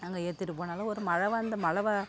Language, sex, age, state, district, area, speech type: Tamil, female, 45-60, Tamil Nadu, Kallakurichi, urban, spontaneous